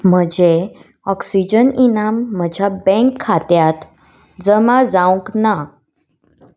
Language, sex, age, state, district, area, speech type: Goan Konkani, female, 18-30, Goa, Ponda, rural, read